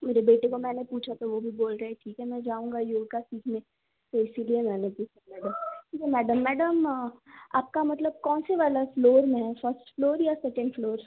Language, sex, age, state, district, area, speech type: Hindi, female, 18-30, Madhya Pradesh, Seoni, urban, conversation